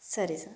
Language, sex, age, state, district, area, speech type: Kannada, female, 18-30, Karnataka, Gulbarga, urban, spontaneous